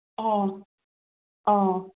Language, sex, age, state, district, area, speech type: Assamese, female, 18-30, Assam, Kamrup Metropolitan, urban, conversation